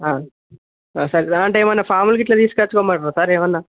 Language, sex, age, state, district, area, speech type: Telugu, male, 18-30, Telangana, Yadadri Bhuvanagiri, urban, conversation